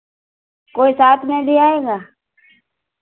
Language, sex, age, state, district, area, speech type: Hindi, female, 60+, Uttar Pradesh, Hardoi, rural, conversation